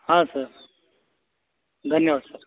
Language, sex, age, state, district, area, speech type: Marathi, male, 30-45, Maharashtra, Buldhana, urban, conversation